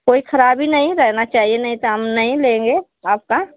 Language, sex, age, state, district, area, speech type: Hindi, female, 60+, Uttar Pradesh, Azamgarh, urban, conversation